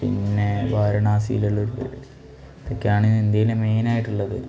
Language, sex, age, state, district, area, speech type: Malayalam, male, 18-30, Kerala, Wayanad, rural, spontaneous